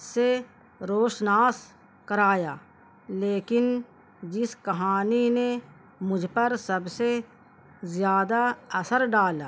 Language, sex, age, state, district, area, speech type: Urdu, female, 45-60, Bihar, Gaya, urban, spontaneous